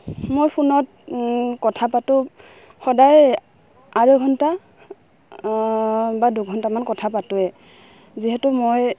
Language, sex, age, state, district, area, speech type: Assamese, female, 30-45, Assam, Udalguri, rural, spontaneous